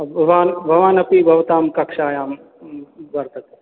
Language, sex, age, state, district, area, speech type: Sanskrit, male, 45-60, Rajasthan, Bharatpur, urban, conversation